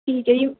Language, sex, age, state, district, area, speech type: Punjabi, female, 18-30, Punjab, Mansa, rural, conversation